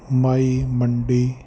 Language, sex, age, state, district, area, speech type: Punjabi, male, 30-45, Punjab, Fazilka, rural, spontaneous